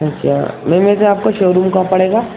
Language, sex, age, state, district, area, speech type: Urdu, male, 18-30, Delhi, East Delhi, urban, conversation